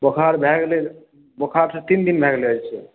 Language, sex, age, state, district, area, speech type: Maithili, male, 30-45, Bihar, Purnia, rural, conversation